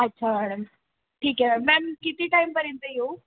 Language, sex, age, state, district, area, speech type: Marathi, female, 18-30, Maharashtra, Mumbai Suburban, urban, conversation